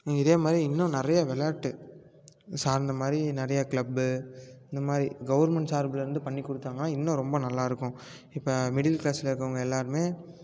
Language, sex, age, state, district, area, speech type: Tamil, male, 18-30, Tamil Nadu, Tiruppur, rural, spontaneous